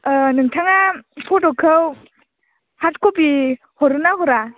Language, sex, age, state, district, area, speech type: Bodo, female, 18-30, Assam, Baksa, rural, conversation